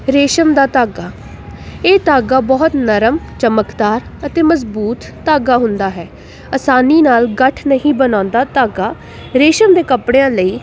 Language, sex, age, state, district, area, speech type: Punjabi, female, 18-30, Punjab, Jalandhar, urban, spontaneous